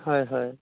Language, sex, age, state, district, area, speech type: Assamese, female, 45-60, Assam, Goalpara, urban, conversation